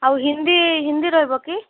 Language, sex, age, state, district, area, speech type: Odia, female, 18-30, Odisha, Malkangiri, urban, conversation